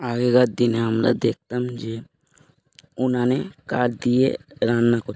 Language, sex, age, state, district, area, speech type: Bengali, male, 18-30, West Bengal, Dakshin Dinajpur, urban, spontaneous